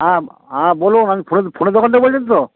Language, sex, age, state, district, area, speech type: Bengali, male, 60+, West Bengal, Howrah, urban, conversation